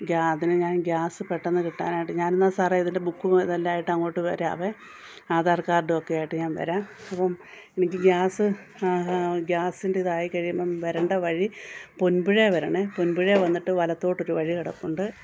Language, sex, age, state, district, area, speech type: Malayalam, female, 45-60, Kerala, Kottayam, rural, spontaneous